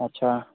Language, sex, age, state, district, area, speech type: Dogri, male, 18-30, Jammu and Kashmir, Udhampur, rural, conversation